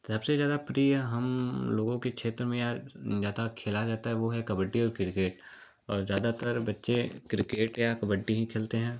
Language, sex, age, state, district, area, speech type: Hindi, male, 18-30, Uttar Pradesh, Chandauli, urban, spontaneous